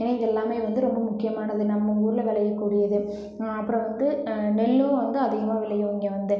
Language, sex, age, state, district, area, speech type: Tamil, female, 18-30, Tamil Nadu, Erode, rural, spontaneous